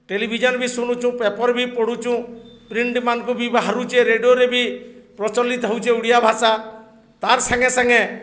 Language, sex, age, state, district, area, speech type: Odia, male, 60+, Odisha, Balangir, urban, spontaneous